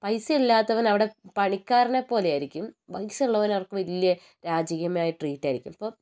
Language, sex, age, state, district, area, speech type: Malayalam, female, 60+, Kerala, Wayanad, rural, spontaneous